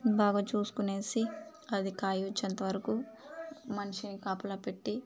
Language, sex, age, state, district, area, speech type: Telugu, female, 18-30, Andhra Pradesh, Sri Balaji, urban, spontaneous